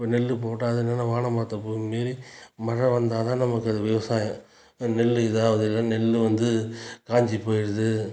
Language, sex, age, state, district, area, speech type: Tamil, male, 45-60, Tamil Nadu, Tiruchirappalli, rural, spontaneous